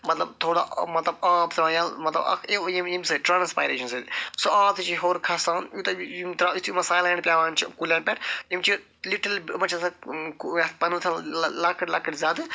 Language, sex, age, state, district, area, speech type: Kashmiri, male, 45-60, Jammu and Kashmir, Budgam, urban, spontaneous